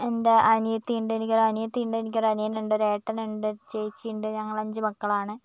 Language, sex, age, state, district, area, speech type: Malayalam, male, 45-60, Kerala, Kozhikode, urban, spontaneous